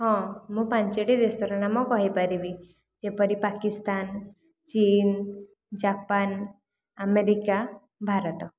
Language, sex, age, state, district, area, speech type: Odia, female, 18-30, Odisha, Khordha, rural, spontaneous